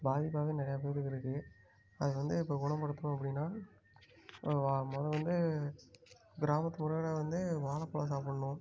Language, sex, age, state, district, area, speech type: Tamil, male, 18-30, Tamil Nadu, Tiruppur, rural, spontaneous